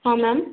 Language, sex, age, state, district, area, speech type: Odia, female, 18-30, Odisha, Subarnapur, urban, conversation